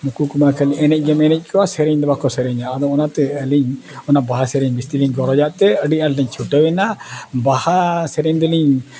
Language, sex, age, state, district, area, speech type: Santali, male, 60+, Odisha, Mayurbhanj, rural, spontaneous